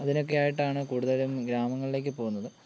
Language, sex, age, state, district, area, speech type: Malayalam, male, 18-30, Kerala, Kottayam, rural, spontaneous